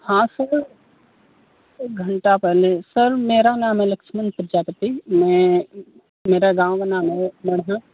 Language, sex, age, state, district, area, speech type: Hindi, male, 30-45, Uttar Pradesh, Mau, rural, conversation